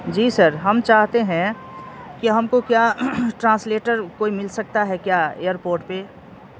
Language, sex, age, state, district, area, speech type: Urdu, male, 30-45, Bihar, Madhubani, rural, spontaneous